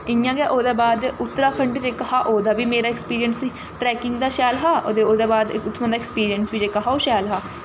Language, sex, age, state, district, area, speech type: Dogri, female, 18-30, Jammu and Kashmir, Reasi, urban, spontaneous